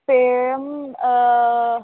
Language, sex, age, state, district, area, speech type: Sanskrit, female, 18-30, Kerala, Wayanad, rural, conversation